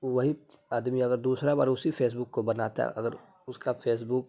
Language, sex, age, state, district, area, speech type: Urdu, male, 30-45, Uttar Pradesh, Lucknow, rural, spontaneous